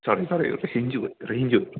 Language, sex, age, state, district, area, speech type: Malayalam, male, 18-30, Kerala, Idukki, rural, conversation